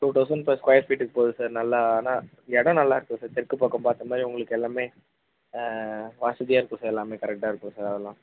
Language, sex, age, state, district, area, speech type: Tamil, male, 18-30, Tamil Nadu, Vellore, rural, conversation